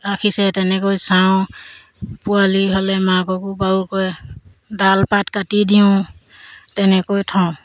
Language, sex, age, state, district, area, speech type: Assamese, female, 30-45, Assam, Sivasagar, rural, spontaneous